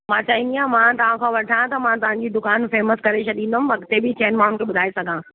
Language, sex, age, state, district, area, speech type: Sindhi, female, 45-60, Delhi, South Delhi, rural, conversation